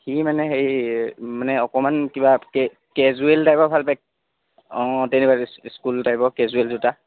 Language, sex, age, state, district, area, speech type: Assamese, male, 30-45, Assam, Darrang, rural, conversation